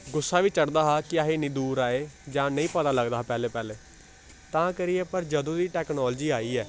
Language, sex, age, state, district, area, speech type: Dogri, male, 18-30, Jammu and Kashmir, Samba, urban, spontaneous